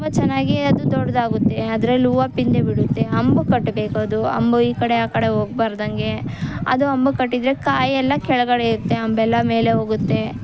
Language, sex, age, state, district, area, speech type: Kannada, female, 18-30, Karnataka, Kolar, rural, spontaneous